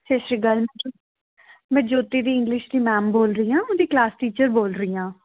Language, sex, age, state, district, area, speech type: Punjabi, female, 18-30, Punjab, Amritsar, urban, conversation